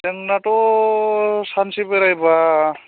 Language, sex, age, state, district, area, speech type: Bodo, male, 18-30, Assam, Chirang, rural, conversation